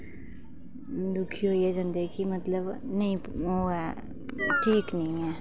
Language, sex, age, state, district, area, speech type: Dogri, female, 30-45, Jammu and Kashmir, Reasi, rural, spontaneous